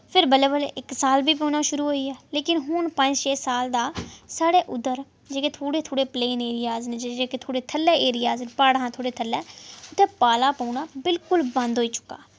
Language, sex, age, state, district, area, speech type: Dogri, female, 30-45, Jammu and Kashmir, Udhampur, urban, spontaneous